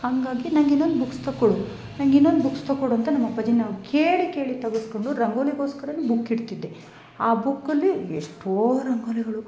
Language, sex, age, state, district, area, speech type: Kannada, female, 30-45, Karnataka, Chikkamagaluru, rural, spontaneous